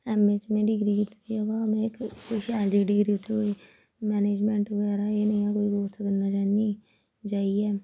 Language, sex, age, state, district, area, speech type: Dogri, female, 30-45, Jammu and Kashmir, Reasi, rural, spontaneous